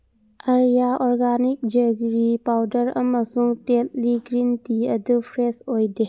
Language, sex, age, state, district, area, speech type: Manipuri, female, 30-45, Manipur, Churachandpur, urban, read